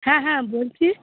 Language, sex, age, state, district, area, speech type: Bengali, female, 18-30, West Bengal, Cooch Behar, urban, conversation